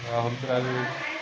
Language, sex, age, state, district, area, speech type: Odia, male, 18-30, Odisha, Subarnapur, urban, spontaneous